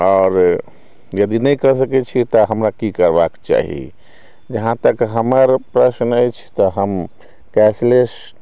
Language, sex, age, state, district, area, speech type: Maithili, male, 60+, Bihar, Sitamarhi, rural, spontaneous